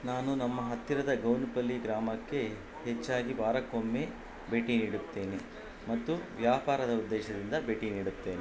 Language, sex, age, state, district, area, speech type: Kannada, male, 45-60, Karnataka, Kolar, urban, spontaneous